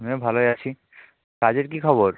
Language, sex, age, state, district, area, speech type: Bengali, male, 30-45, West Bengal, Nadia, rural, conversation